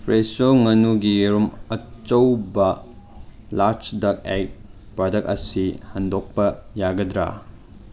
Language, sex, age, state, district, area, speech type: Manipuri, male, 18-30, Manipur, Chandel, rural, read